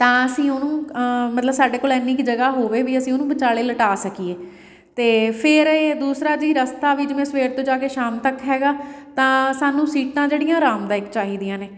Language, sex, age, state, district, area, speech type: Punjabi, female, 30-45, Punjab, Fatehgarh Sahib, urban, spontaneous